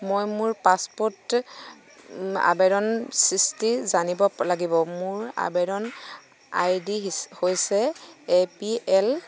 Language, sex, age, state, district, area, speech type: Assamese, female, 30-45, Assam, Sivasagar, rural, read